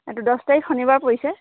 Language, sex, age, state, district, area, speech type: Assamese, female, 45-60, Assam, Jorhat, urban, conversation